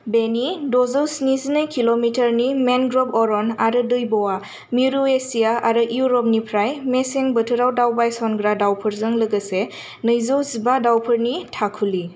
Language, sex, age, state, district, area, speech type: Bodo, female, 18-30, Assam, Kokrajhar, urban, read